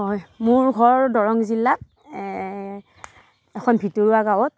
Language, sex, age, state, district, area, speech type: Assamese, female, 45-60, Assam, Darrang, rural, spontaneous